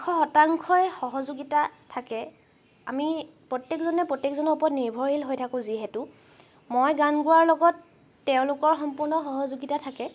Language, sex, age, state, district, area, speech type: Assamese, female, 18-30, Assam, Charaideo, urban, spontaneous